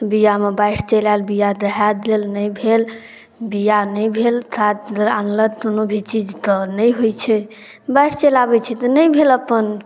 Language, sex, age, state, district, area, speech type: Maithili, female, 18-30, Bihar, Darbhanga, rural, spontaneous